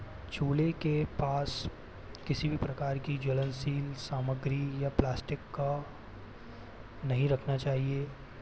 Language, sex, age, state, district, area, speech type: Hindi, male, 18-30, Madhya Pradesh, Jabalpur, urban, spontaneous